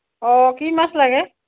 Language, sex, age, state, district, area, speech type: Assamese, female, 45-60, Assam, Kamrup Metropolitan, urban, conversation